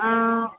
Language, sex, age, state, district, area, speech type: Tamil, female, 18-30, Tamil Nadu, Perambalur, urban, conversation